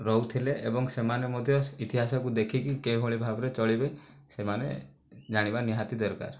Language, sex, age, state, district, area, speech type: Odia, male, 18-30, Odisha, Kandhamal, rural, spontaneous